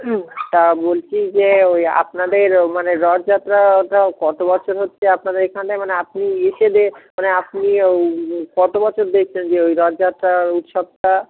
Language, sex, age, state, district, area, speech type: Bengali, male, 30-45, West Bengal, Dakshin Dinajpur, urban, conversation